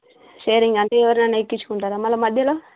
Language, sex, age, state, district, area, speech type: Telugu, female, 30-45, Telangana, Warangal, rural, conversation